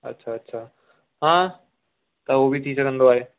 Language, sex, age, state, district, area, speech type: Sindhi, male, 18-30, Delhi, South Delhi, urban, conversation